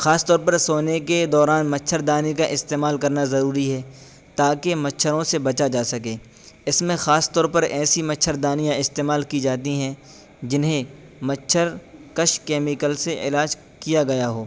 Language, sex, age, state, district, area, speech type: Urdu, male, 18-30, Uttar Pradesh, Saharanpur, urban, spontaneous